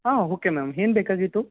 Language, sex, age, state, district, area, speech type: Kannada, male, 18-30, Karnataka, Gulbarga, urban, conversation